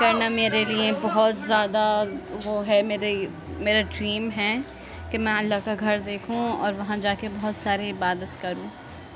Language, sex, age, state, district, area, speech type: Urdu, female, 30-45, Delhi, Central Delhi, urban, spontaneous